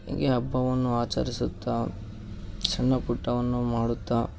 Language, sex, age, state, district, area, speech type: Kannada, male, 18-30, Karnataka, Davanagere, rural, spontaneous